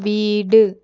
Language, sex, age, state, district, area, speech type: Tamil, female, 30-45, Tamil Nadu, Pudukkottai, rural, read